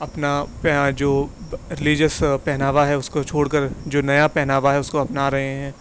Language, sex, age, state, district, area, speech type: Urdu, male, 18-30, Uttar Pradesh, Aligarh, urban, spontaneous